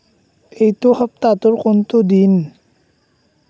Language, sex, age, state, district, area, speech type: Assamese, male, 18-30, Assam, Darrang, rural, read